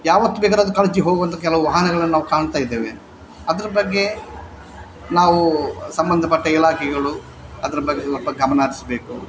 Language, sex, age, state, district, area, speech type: Kannada, male, 45-60, Karnataka, Dakshina Kannada, rural, spontaneous